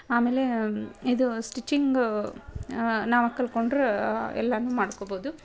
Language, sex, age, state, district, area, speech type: Kannada, female, 30-45, Karnataka, Dharwad, rural, spontaneous